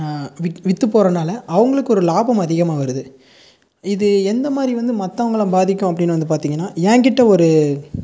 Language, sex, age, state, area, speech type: Tamil, male, 18-30, Tamil Nadu, rural, spontaneous